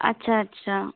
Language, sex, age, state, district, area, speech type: Bengali, female, 30-45, West Bengal, Purba Medinipur, rural, conversation